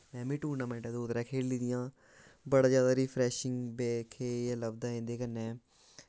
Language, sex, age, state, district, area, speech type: Dogri, male, 18-30, Jammu and Kashmir, Samba, urban, spontaneous